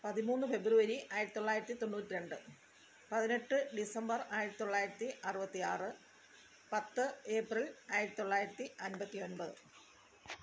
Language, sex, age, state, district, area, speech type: Malayalam, female, 45-60, Kerala, Kottayam, rural, spontaneous